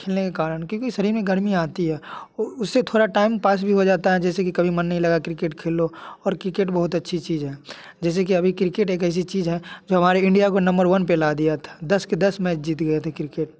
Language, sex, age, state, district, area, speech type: Hindi, male, 18-30, Bihar, Muzaffarpur, urban, spontaneous